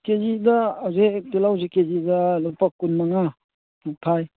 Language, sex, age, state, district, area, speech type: Manipuri, male, 45-60, Manipur, Churachandpur, rural, conversation